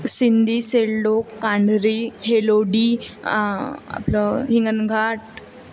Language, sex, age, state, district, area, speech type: Marathi, female, 30-45, Maharashtra, Wardha, rural, spontaneous